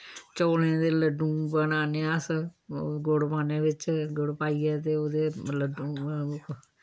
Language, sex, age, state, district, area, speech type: Dogri, female, 60+, Jammu and Kashmir, Samba, rural, spontaneous